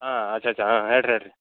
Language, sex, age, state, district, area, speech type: Kannada, male, 18-30, Karnataka, Gulbarga, rural, conversation